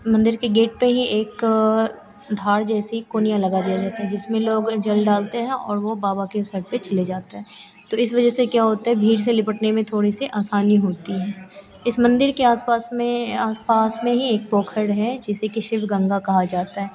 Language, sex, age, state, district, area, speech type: Hindi, female, 18-30, Bihar, Madhepura, rural, spontaneous